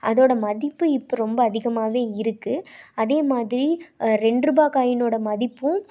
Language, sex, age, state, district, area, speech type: Tamil, female, 18-30, Tamil Nadu, Tiruppur, urban, spontaneous